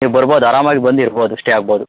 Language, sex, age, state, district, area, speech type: Kannada, male, 18-30, Karnataka, Tumkur, urban, conversation